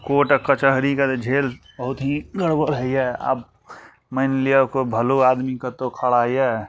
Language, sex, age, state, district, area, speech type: Maithili, male, 45-60, Bihar, Araria, rural, spontaneous